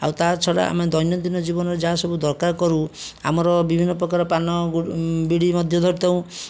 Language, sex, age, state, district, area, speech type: Odia, male, 60+, Odisha, Jajpur, rural, spontaneous